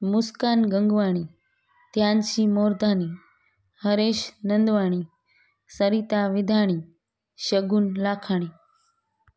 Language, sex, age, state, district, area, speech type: Sindhi, female, 30-45, Gujarat, Junagadh, rural, spontaneous